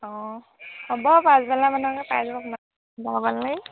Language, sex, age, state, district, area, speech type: Assamese, female, 18-30, Assam, Sivasagar, rural, conversation